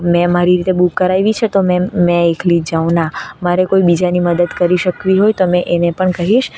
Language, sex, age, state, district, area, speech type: Gujarati, female, 18-30, Gujarat, Narmada, urban, spontaneous